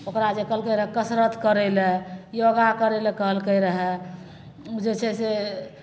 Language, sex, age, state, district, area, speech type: Maithili, female, 45-60, Bihar, Madhepura, rural, spontaneous